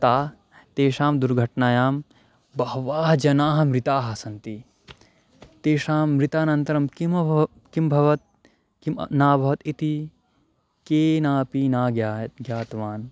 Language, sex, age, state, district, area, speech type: Sanskrit, male, 18-30, Madhya Pradesh, Katni, rural, spontaneous